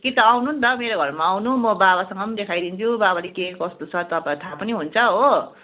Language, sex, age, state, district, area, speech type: Nepali, female, 30-45, West Bengal, Darjeeling, rural, conversation